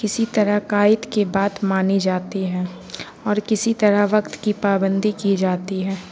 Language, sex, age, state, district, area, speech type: Urdu, female, 18-30, Bihar, Gaya, urban, spontaneous